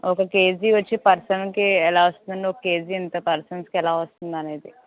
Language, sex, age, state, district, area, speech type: Telugu, female, 18-30, Andhra Pradesh, N T Rama Rao, rural, conversation